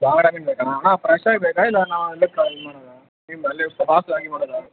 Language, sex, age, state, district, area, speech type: Kannada, male, 18-30, Karnataka, Chamarajanagar, rural, conversation